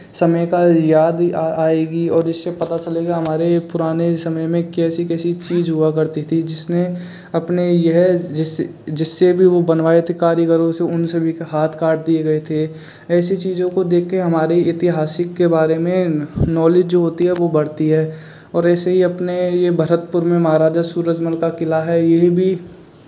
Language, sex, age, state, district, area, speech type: Hindi, male, 18-30, Rajasthan, Bharatpur, rural, spontaneous